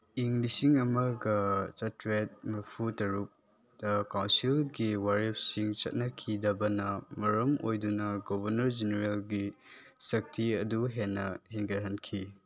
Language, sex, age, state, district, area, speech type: Manipuri, male, 18-30, Manipur, Chandel, rural, read